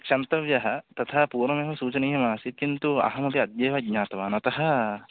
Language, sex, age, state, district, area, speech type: Sanskrit, male, 18-30, Andhra Pradesh, West Godavari, rural, conversation